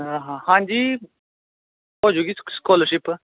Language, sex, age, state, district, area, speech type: Punjabi, male, 18-30, Punjab, Gurdaspur, rural, conversation